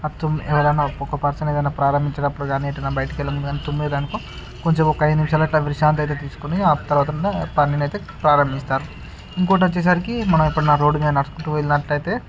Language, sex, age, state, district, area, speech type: Telugu, male, 30-45, Andhra Pradesh, Srikakulam, urban, spontaneous